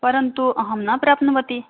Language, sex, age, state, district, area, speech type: Sanskrit, female, 18-30, Assam, Biswanath, rural, conversation